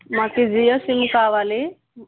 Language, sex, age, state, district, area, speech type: Telugu, female, 18-30, Andhra Pradesh, Kurnool, rural, conversation